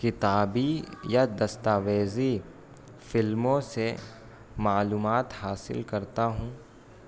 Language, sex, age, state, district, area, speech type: Urdu, male, 18-30, Bihar, Gaya, rural, spontaneous